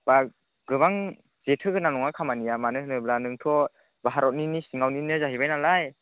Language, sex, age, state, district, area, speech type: Bodo, male, 30-45, Assam, Chirang, rural, conversation